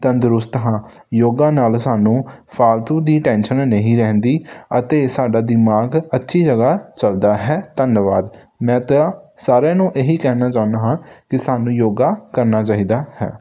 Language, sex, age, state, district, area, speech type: Punjabi, male, 18-30, Punjab, Hoshiarpur, urban, spontaneous